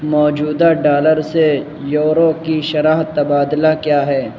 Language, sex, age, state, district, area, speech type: Urdu, male, 60+, Uttar Pradesh, Shahjahanpur, rural, read